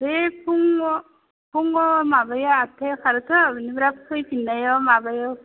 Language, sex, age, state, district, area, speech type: Bodo, female, 30-45, Assam, Chirang, rural, conversation